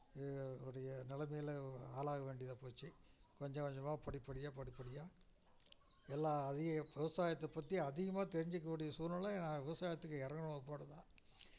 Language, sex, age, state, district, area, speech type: Tamil, male, 60+, Tamil Nadu, Namakkal, rural, spontaneous